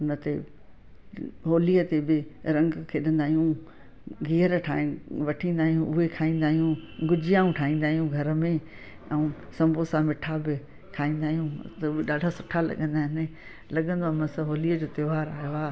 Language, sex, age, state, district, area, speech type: Sindhi, female, 60+, Madhya Pradesh, Katni, urban, spontaneous